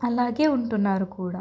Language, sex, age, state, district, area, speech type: Telugu, female, 30-45, Andhra Pradesh, Guntur, urban, spontaneous